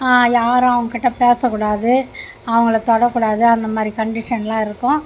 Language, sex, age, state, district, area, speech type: Tamil, female, 60+, Tamil Nadu, Mayiladuthurai, rural, spontaneous